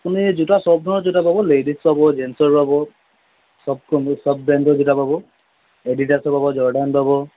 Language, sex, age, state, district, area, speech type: Assamese, male, 30-45, Assam, Charaideo, urban, conversation